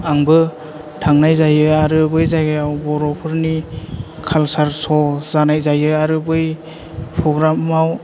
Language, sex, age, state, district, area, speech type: Bodo, male, 18-30, Assam, Chirang, urban, spontaneous